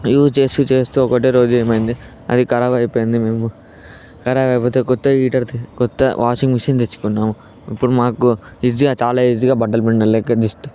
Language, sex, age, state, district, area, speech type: Telugu, male, 18-30, Telangana, Vikarabad, urban, spontaneous